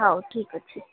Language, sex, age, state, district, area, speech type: Odia, female, 45-60, Odisha, Sundergarh, rural, conversation